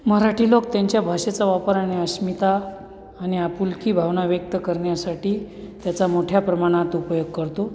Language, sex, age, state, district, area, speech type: Marathi, male, 45-60, Maharashtra, Nashik, urban, spontaneous